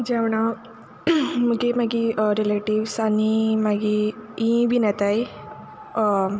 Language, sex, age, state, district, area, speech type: Goan Konkani, female, 18-30, Goa, Quepem, rural, spontaneous